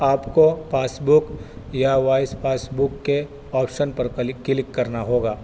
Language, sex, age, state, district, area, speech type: Urdu, male, 30-45, Delhi, North East Delhi, urban, spontaneous